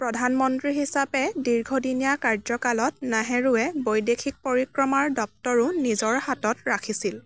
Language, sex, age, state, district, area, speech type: Assamese, female, 18-30, Assam, Dibrugarh, rural, read